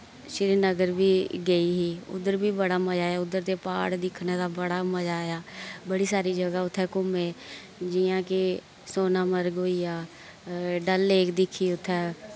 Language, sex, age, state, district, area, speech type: Dogri, female, 18-30, Jammu and Kashmir, Kathua, rural, spontaneous